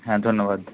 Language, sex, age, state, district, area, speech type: Bengali, male, 30-45, West Bengal, Nadia, rural, conversation